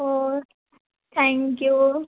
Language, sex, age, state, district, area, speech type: Hindi, female, 18-30, Uttar Pradesh, Sonbhadra, rural, conversation